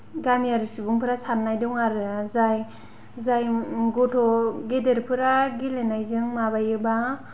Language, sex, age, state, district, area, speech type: Bodo, female, 18-30, Assam, Kokrajhar, urban, spontaneous